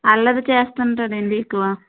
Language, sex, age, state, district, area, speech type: Telugu, female, 30-45, Andhra Pradesh, Vizianagaram, rural, conversation